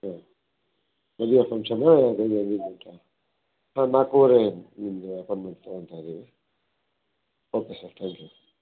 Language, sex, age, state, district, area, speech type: Kannada, male, 60+, Karnataka, Shimoga, rural, conversation